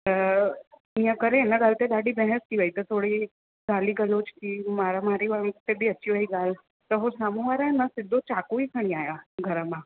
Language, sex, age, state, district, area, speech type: Sindhi, female, 18-30, Gujarat, Surat, urban, conversation